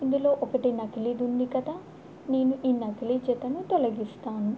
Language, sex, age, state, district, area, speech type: Telugu, female, 18-30, Telangana, Adilabad, rural, spontaneous